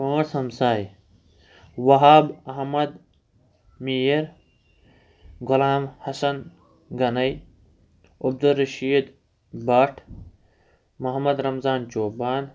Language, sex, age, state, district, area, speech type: Kashmiri, male, 18-30, Jammu and Kashmir, Shopian, rural, spontaneous